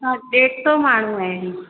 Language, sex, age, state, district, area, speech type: Sindhi, female, 30-45, Madhya Pradesh, Katni, urban, conversation